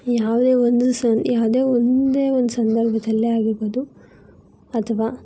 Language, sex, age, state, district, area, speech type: Kannada, female, 45-60, Karnataka, Chikkaballapur, rural, spontaneous